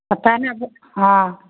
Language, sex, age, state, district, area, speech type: Maithili, female, 60+, Bihar, Madhepura, rural, conversation